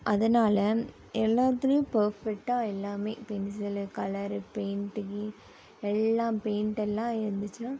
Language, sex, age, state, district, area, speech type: Tamil, female, 18-30, Tamil Nadu, Coimbatore, rural, spontaneous